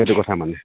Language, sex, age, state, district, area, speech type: Assamese, male, 30-45, Assam, Lakhimpur, urban, conversation